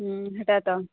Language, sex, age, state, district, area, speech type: Odia, female, 18-30, Odisha, Bargarh, urban, conversation